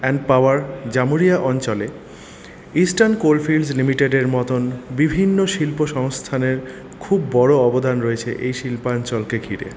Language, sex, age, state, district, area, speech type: Bengali, male, 30-45, West Bengal, Paschim Bardhaman, urban, spontaneous